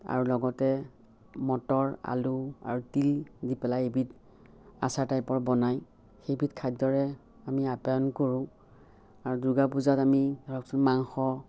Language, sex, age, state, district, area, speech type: Assamese, female, 60+, Assam, Biswanath, rural, spontaneous